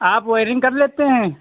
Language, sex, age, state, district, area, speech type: Hindi, male, 45-60, Uttar Pradesh, Hardoi, rural, conversation